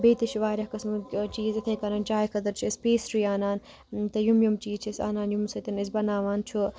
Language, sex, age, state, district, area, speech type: Kashmiri, female, 18-30, Jammu and Kashmir, Baramulla, rural, spontaneous